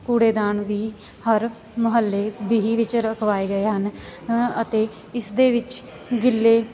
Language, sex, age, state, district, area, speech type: Punjabi, female, 18-30, Punjab, Sangrur, rural, spontaneous